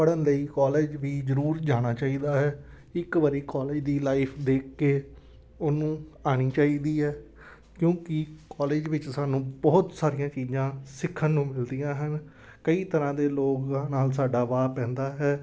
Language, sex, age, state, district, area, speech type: Punjabi, male, 30-45, Punjab, Amritsar, urban, spontaneous